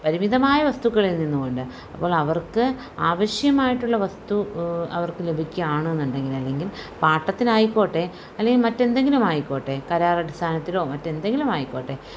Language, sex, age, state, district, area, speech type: Malayalam, female, 45-60, Kerala, Palakkad, rural, spontaneous